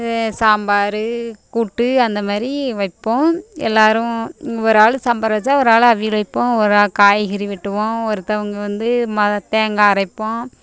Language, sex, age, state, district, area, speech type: Tamil, female, 30-45, Tamil Nadu, Thoothukudi, rural, spontaneous